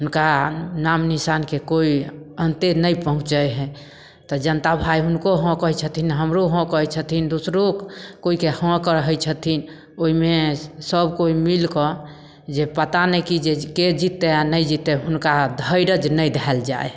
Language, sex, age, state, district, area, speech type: Maithili, female, 30-45, Bihar, Samastipur, rural, spontaneous